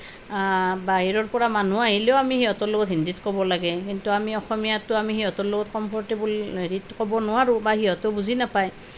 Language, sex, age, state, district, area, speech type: Assamese, female, 30-45, Assam, Nalbari, rural, spontaneous